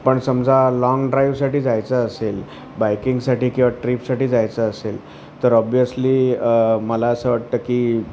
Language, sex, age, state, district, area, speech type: Marathi, male, 45-60, Maharashtra, Thane, rural, spontaneous